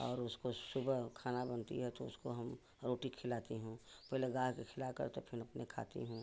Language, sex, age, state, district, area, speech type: Hindi, female, 60+, Uttar Pradesh, Chandauli, rural, spontaneous